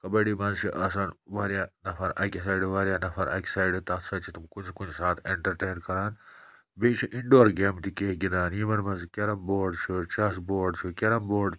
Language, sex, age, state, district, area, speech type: Kashmiri, male, 18-30, Jammu and Kashmir, Budgam, rural, spontaneous